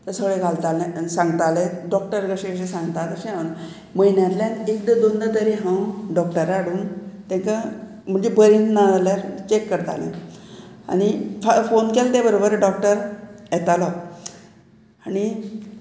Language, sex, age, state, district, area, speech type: Goan Konkani, female, 60+, Goa, Murmgao, rural, spontaneous